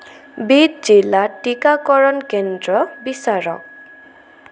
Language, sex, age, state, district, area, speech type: Assamese, female, 18-30, Assam, Sonitpur, rural, read